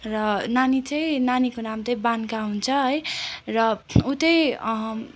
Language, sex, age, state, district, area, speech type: Nepali, female, 18-30, West Bengal, Darjeeling, rural, spontaneous